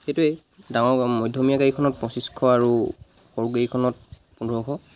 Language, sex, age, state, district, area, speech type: Assamese, male, 45-60, Assam, Charaideo, rural, spontaneous